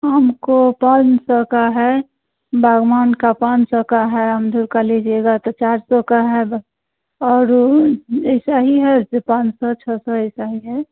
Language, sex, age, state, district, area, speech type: Hindi, female, 45-60, Bihar, Muzaffarpur, rural, conversation